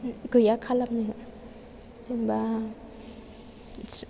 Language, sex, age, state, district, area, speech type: Bodo, female, 18-30, Assam, Chirang, rural, spontaneous